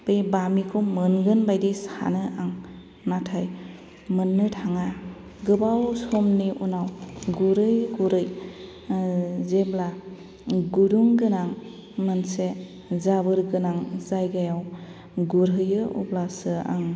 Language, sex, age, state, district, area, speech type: Bodo, female, 45-60, Assam, Chirang, rural, spontaneous